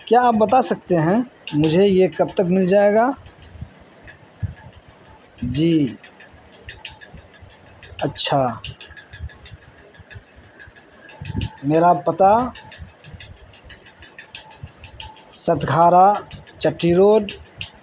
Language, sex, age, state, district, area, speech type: Urdu, male, 60+, Bihar, Madhubani, rural, spontaneous